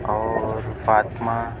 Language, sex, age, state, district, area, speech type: Urdu, male, 30-45, Uttar Pradesh, Mau, urban, spontaneous